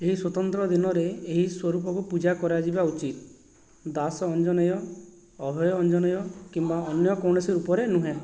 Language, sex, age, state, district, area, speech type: Odia, male, 45-60, Odisha, Boudh, rural, read